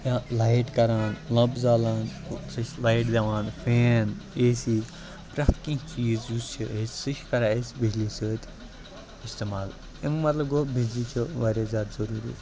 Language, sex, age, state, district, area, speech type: Kashmiri, male, 30-45, Jammu and Kashmir, Kupwara, rural, spontaneous